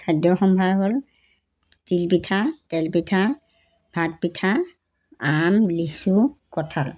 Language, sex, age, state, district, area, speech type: Assamese, female, 60+, Assam, Golaghat, rural, spontaneous